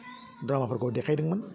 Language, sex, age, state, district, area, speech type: Bodo, male, 60+, Assam, Udalguri, urban, spontaneous